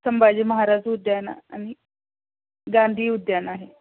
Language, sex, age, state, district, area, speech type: Marathi, female, 30-45, Maharashtra, Osmanabad, rural, conversation